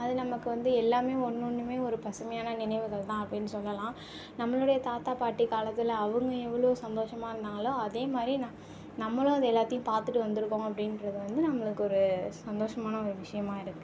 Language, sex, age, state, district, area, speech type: Tamil, female, 18-30, Tamil Nadu, Mayiladuthurai, rural, spontaneous